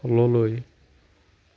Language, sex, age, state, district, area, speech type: Assamese, male, 45-60, Assam, Darrang, rural, read